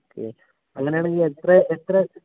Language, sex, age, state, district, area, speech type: Malayalam, male, 18-30, Kerala, Wayanad, rural, conversation